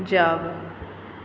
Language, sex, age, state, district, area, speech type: Gujarati, female, 18-30, Gujarat, Surat, urban, read